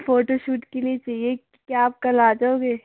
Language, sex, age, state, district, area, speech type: Hindi, male, 45-60, Rajasthan, Jaipur, urban, conversation